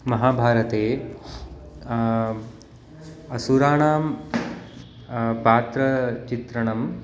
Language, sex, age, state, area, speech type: Sanskrit, male, 30-45, Uttar Pradesh, urban, spontaneous